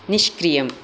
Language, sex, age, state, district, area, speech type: Sanskrit, female, 45-60, Karnataka, Dakshina Kannada, urban, read